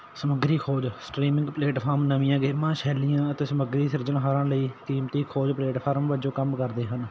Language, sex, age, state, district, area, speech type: Punjabi, male, 18-30, Punjab, Patiala, urban, spontaneous